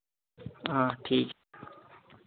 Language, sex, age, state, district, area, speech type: Hindi, male, 18-30, Madhya Pradesh, Seoni, urban, conversation